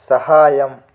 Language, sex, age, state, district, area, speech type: Telugu, male, 18-30, Telangana, Nalgonda, rural, read